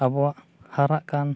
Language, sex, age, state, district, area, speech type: Santali, male, 30-45, Jharkhand, East Singhbhum, rural, spontaneous